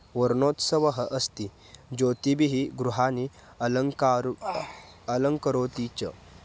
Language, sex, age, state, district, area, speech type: Sanskrit, male, 18-30, Maharashtra, Kolhapur, rural, spontaneous